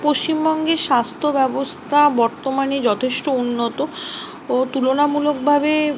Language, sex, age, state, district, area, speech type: Bengali, female, 30-45, West Bengal, Purba Bardhaman, urban, spontaneous